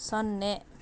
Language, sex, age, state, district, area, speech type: Kannada, female, 30-45, Karnataka, Bidar, urban, read